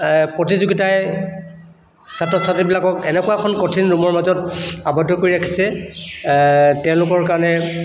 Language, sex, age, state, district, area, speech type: Assamese, male, 60+, Assam, Charaideo, urban, spontaneous